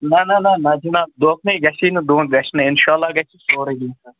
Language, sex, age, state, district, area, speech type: Kashmiri, male, 45-60, Jammu and Kashmir, Srinagar, urban, conversation